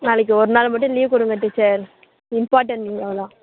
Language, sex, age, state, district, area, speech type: Tamil, female, 60+, Tamil Nadu, Tiruvarur, urban, conversation